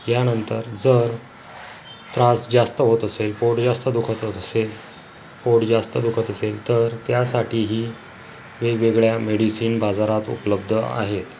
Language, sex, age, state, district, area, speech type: Marathi, male, 45-60, Maharashtra, Akola, rural, spontaneous